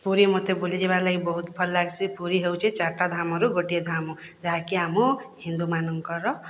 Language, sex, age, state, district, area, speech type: Odia, female, 45-60, Odisha, Boudh, rural, spontaneous